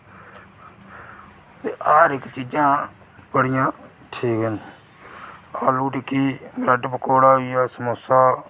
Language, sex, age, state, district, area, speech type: Dogri, male, 18-30, Jammu and Kashmir, Reasi, rural, spontaneous